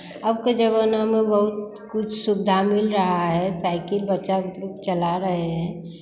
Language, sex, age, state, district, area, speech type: Hindi, female, 45-60, Bihar, Begusarai, rural, spontaneous